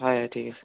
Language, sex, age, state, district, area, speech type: Assamese, male, 18-30, Assam, Sonitpur, rural, conversation